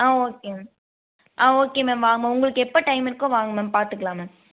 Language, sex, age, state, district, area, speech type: Tamil, female, 18-30, Tamil Nadu, Coimbatore, urban, conversation